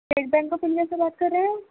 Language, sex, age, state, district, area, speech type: Urdu, female, 18-30, Delhi, East Delhi, urban, conversation